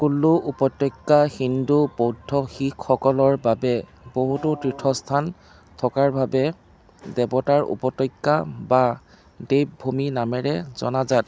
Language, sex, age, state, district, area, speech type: Assamese, male, 30-45, Assam, Biswanath, rural, read